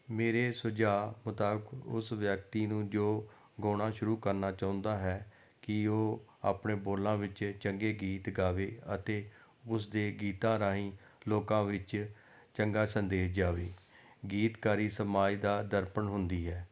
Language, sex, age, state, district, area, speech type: Punjabi, male, 45-60, Punjab, Amritsar, urban, spontaneous